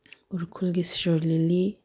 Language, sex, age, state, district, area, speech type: Manipuri, female, 30-45, Manipur, Bishnupur, rural, spontaneous